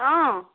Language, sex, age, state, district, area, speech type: Assamese, female, 45-60, Assam, Lakhimpur, rural, conversation